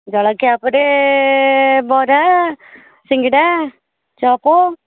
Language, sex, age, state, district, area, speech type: Odia, female, 30-45, Odisha, Nayagarh, rural, conversation